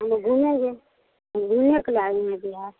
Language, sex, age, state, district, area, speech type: Hindi, female, 45-60, Bihar, Madhepura, rural, conversation